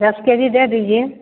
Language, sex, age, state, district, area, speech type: Hindi, female, 45-60, Bihar, Begusarai, rural, conversation